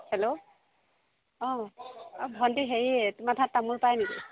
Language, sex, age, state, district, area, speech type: Assamese, female, 60+, Assam, Morigaon, rural, conversation